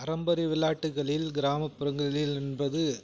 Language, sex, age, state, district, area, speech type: Tamil, male, 45-60, Tamil Nadu, Krishnagiri, rural, spontaneous